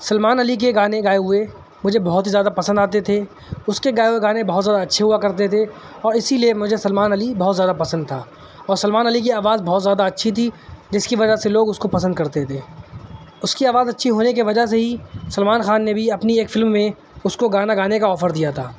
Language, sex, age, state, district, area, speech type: Urdu, male, 18-30, Uttar Pradesh, Shahjahanpur, urban, spontaneous